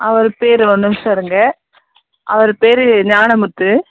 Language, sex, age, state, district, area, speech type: Tamil, female, 30-45, Tamil Nadu, Dharmapuri, urban, conversation